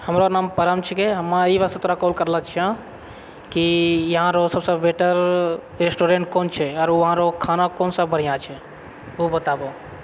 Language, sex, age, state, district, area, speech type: Maithili, male, 45-60, Bihar, Purnia, rural, spontaneous